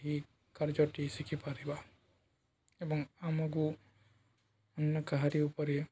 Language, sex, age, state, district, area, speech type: Odia, male, 18-30, Odisha, Balangir, urban, spontaneous